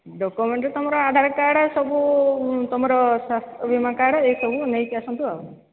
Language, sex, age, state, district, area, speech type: Odia, female, 30-45, Odisha, Sambalpur, rural, conversation